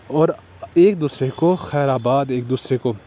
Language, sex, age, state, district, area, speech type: Urdu, male, 18-30, Jammu and Kashmir, Srinagar, urban, spontaneous